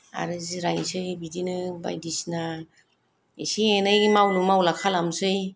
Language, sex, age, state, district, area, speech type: Bodo, female, 30-45, Assam, Kokrajhar, urban, spontaneous